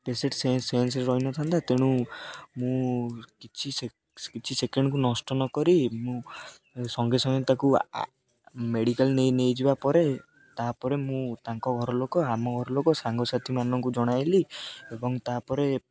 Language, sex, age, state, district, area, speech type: Odia, male, 18-30, Odisha, Jagatsinghpur, rural, spontaneous